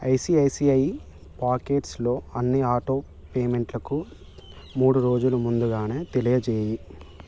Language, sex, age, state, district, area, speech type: Telugu, male, 18-30, Telangana, Nirmal, rural, read